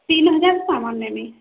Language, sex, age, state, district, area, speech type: Odia, female, 18-30, Odisha, Balangir, urban, conversation